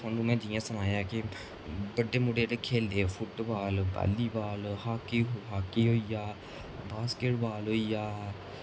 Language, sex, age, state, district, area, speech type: Dogri, male, 18-30, Jammu and Kashmir, Kathua, rural, spontaneous